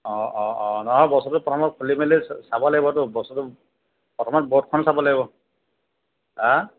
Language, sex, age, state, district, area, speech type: Assamese, male, 45-60, Assam, Lakhimpur, rural, conversation